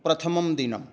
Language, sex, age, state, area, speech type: Sanskrit, male, 60+, Jharkhand, rural, spontaneous